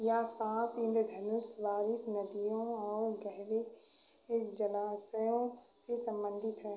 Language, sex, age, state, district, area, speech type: Hindi, female, 45-60, Uttar Pradesh, Ayodhya, rural, read